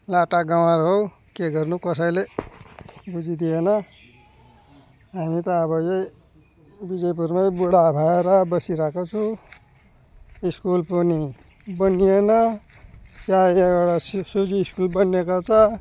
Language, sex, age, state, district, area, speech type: Nepali, male, 60+, West Bengal, Alipurduar, urban, spontaneous